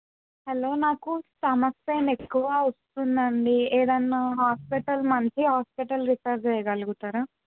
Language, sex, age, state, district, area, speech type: Telugu, female, 18-30, Telangana, Suryapet, urban, conversation